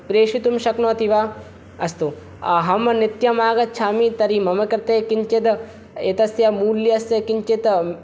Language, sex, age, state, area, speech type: Sanskrit, male, 18-30, Madhya Pradesh, rural, spontaneous